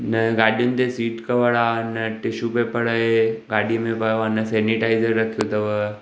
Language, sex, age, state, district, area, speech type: Sindhi, male, 18-30, Maharashtra, Thane, urban, spontaneous